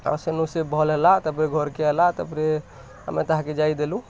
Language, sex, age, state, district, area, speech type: Odia, male, 18-30, Odisha, Bargarh, urban, spontaneous